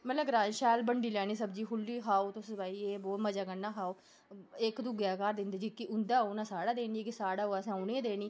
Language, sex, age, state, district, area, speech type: Dogri, female, 30-45, Jammu and Kashmir, Udhampur, urban, spontaneous